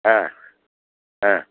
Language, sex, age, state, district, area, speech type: Kannada, male, 60+, Karnataka, Mysore, urban, conversation